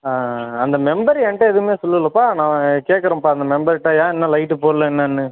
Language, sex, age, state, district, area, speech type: Tamil, male, 30-45, Tamil Nadu, Ariyalur, rural, conversation